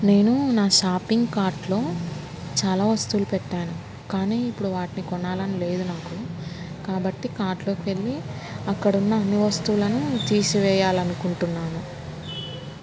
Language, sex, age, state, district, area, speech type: Telugu, female, 30-45, Andhra Pradesh, Kurnool, urban, spontaneous